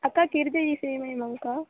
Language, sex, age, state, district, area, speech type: Tamil, female, 18-30, Tamil Nadu, Namakkal, rural, conversation